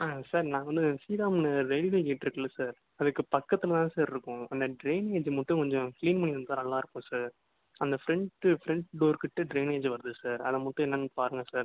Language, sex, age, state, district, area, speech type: Tamil, male, 18-30, Tamil Nadu, Sivaganga, rural, conversation